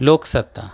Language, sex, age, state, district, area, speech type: Marathi, male, 45-60, Maharashtra, Nashik, urban, spontaneous